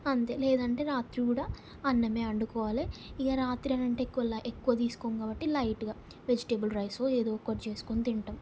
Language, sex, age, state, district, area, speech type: Telugu, female, 18-30, Telangana, Peddapalli, urban, spontaneous